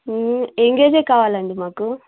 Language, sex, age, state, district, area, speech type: Telugu, female, 30-45, Telangana, Warangal, rural, conversation